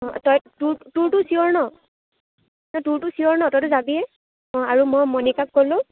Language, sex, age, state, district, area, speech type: Assamese, female, 18-30, Assam, Lakhimpur, rural, conversation